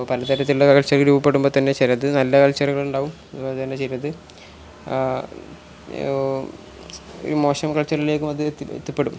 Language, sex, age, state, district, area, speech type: Malayalam, male, 18-30, Kerala, Malappuram, rural, spontaneous